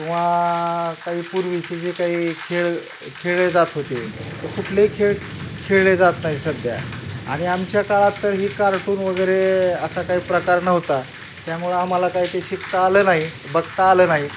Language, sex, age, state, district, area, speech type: Marathi, male, 45-60, Maharashtra, Osmanabad, rural, spontaneous